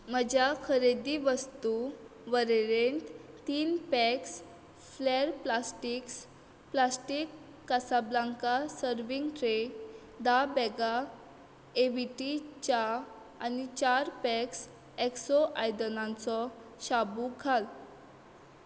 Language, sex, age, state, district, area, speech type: Goan Konkani, female, 18-30, Goa, Quepem, urban, read